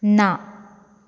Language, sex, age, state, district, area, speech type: Goan Konkani, female, 18-30, Goa, Canacona, rural, read